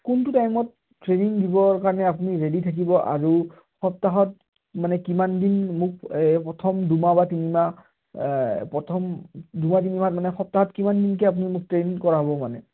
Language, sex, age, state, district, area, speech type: Assamese, male, 30-45, Assam, Udalguri, rural, conversation